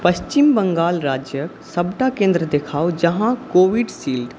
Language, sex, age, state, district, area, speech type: Maithili, male, 18-30, Bihar, Saharsa, rural, read